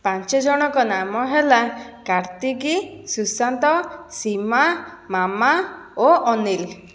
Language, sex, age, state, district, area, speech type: Odia, female, 18-30, Odisha, Jajpur, rural, spontaneous